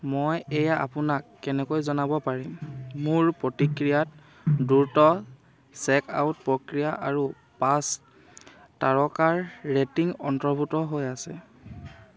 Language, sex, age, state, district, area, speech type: Assamese, male, 18-30, Assam, Dhemaji, rural, read